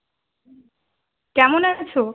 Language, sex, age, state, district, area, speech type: Bengali, female, 18-30, West Bengal, Uttar Dinajpur, urban, conversation